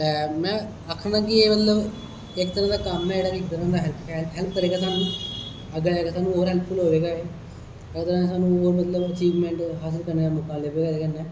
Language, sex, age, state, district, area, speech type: Dogri, male, 30-45, Jammu and Kashmir, Kathua, rural, spontaneous